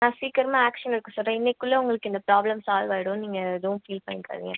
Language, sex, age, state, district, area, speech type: Tamil, female, 18-30, Tamil Nadu, Ariyalur, rural, conversation